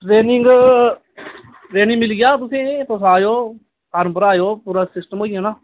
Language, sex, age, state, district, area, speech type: Dogri, male, 30-45, Jammu and Kashmir, Udhampur, urban, conversation